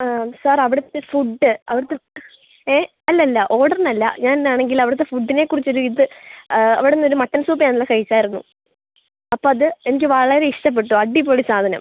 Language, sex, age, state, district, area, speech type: Malayalam, female, 18-30, Kerala, Kottayam, rural, conversation